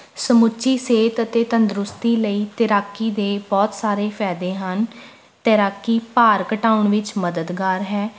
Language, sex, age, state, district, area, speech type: Punjabi, female, 18-30, Punjab, Rupnagar, urban, spontaneous